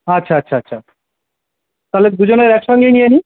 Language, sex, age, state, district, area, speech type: Bengali, male, 45-60, West Bengal, North 24 Parganas, urban, conversation